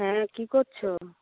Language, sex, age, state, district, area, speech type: Bengali, female, 60+, West Bengal, Nadia, rural, conversation